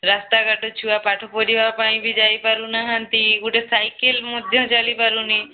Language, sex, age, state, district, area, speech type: Odia, female, 18-30, Odisha, Mayurbhanj, rural, conversation